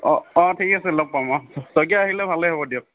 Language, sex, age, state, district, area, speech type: Assamese, male, 30-45, Assam, Charaideo, urban, conversation